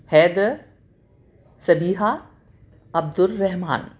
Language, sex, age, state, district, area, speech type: Urdu, female, 60+, Delhi, South Delhi, urban, spontaneous